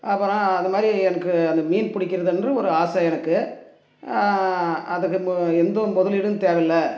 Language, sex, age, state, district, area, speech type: Tamil, male, 45-60, Tamil Nadu, Dharmapuri, rural, spontaneous